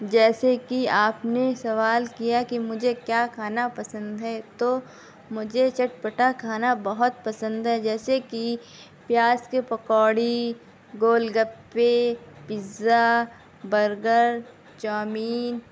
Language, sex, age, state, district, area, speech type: Urdu, female, 18-30, Uttar Pradesh, Shahjahanpur, urban, spontaneous